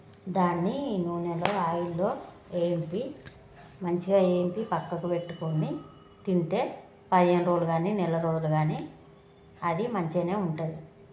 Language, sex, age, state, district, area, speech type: Telugu, female, 30-45, Telangana, Jagtial, rural, spontaneous